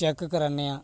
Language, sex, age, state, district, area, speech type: Dogri, male, 18-30, Jammu and Kashmir, Reasi, rural, spontaneous